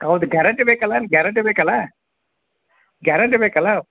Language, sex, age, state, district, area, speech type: Kannada, male, 45-60, Karnataka, Belgaum, rural, conversation